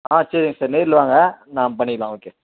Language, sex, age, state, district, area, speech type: Tamil, male, 45-60, Tamil Nadu, Sivaganga, rural, conversation